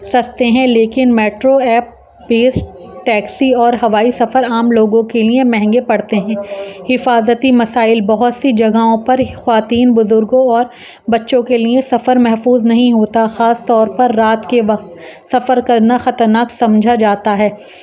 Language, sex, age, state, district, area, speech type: Urdu, female, 30-45, Uttar Pradesh, Rampur, urban, spontaneous